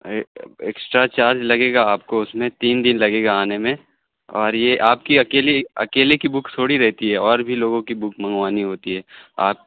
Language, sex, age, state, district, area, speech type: Urdu, male, 30-45, Bihar, Supaul, rural, conversation